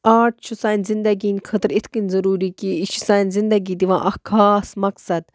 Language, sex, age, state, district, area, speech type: Kashmiri, female, 30-45, Jammu and Kashmir, Baramulla, rural, spontaneous